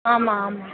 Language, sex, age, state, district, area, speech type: Tamil, female, 18-30, Tamil Nadu, Pudukkottai, rural, conversation